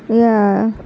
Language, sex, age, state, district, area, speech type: Telugu, female, 45-60, Andhra Pradesh, Visakhapatnam, rural, spontaneous